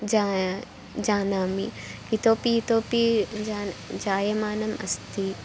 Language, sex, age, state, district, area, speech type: Sanskrit, female, 18-30, Karnataka, Vijayanagara, urban, spontaneous